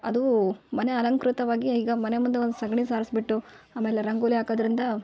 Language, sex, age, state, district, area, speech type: Kannada, female, 18-30, Karnataka, Vijayanagara, rural, spontaneous